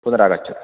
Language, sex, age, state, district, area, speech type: Sanskrit, male, 18-30, Karnataka, Uttara Kannada, urban, conversation